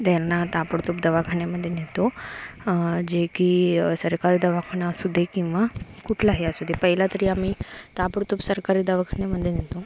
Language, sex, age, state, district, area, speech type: Marathi, female, 18-30, Maharashtra, Ratnagiri, rural, spontaneous